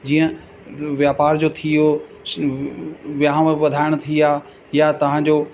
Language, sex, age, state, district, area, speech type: Sindhi, male, 60+, Uttar Pradesh, Lucknow, urban, spontaneous